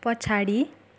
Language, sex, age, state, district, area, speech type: Nepali, female, 18-30, West Bengal, Darjeeling, rural, read